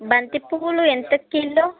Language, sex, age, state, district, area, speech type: Telugu, female, 45-60, Andhra Pradesh, Srikakulam, urban, conversation